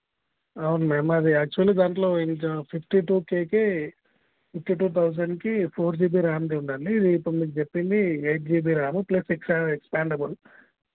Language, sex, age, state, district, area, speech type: Telugu, male, 18-30, Telangana, Jagtial, urban, conversation